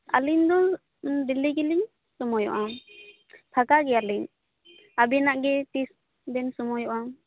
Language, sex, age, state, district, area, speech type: Santali, female, 18-30, West Bengal, Purulia, rural, conversation